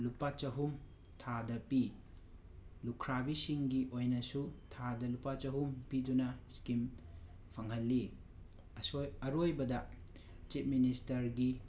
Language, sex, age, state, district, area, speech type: Manipuri, male, 30-45, Manipur, Imphal West, urban, spontaneous